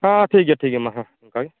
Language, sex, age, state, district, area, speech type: Santali, male, 30-45, West Bengal, Purba Bardhaman, rural, conversation